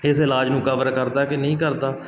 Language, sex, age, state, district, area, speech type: Punjabi, male, 45-60, Punjab, Barnala, rural, spontaneous